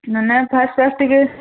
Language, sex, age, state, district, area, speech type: Odia, female, 30-45, Odisha, Sambalpur, rural, conversation